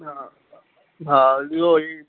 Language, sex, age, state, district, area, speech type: Sindhi, male, 30-45, Gujarat, Kutch, rural, conversation